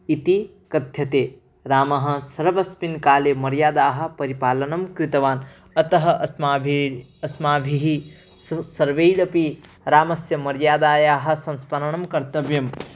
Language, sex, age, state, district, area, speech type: Sanskrit, male, 18-30, Odisha, Bargarh, rural, spontaneous